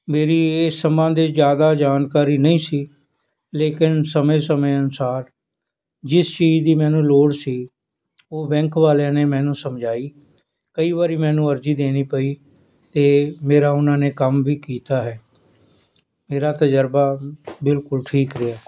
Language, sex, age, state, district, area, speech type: Punjabi, male, 60+, Punjab, Fazilka, rural, spontaneous